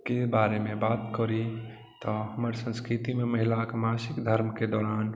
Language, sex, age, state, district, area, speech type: Maithili, male, 18-30, Bihar, Madhubani, rural, spontaneous